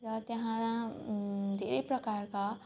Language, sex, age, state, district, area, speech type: Nepali, female, 18-30, West Bengal, Darjeeling, rural, spontaneous